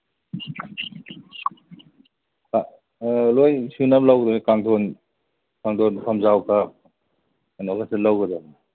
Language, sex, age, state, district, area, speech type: Manipuri, male, 45-60, Manipur, Imphal East, rural, conversation